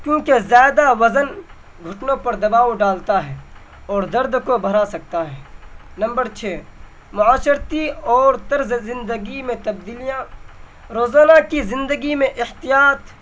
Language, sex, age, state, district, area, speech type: Urdu, male, 18-30, Bihar, Purnia, rural, spontaneous